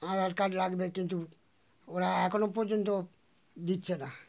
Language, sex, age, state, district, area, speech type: Bengali, male, 60+, West Bengal, Darjeeling, rural, spontaneous